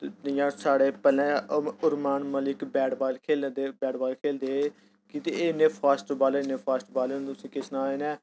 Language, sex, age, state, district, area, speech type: Dogri, male, 30-45, Jammu and Kashmir, Udhampur, urban, spontaneous